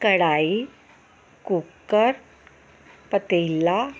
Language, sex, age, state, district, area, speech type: Punjabi, female, 45-60, Punjab, Ludhiana, urban, spontaneous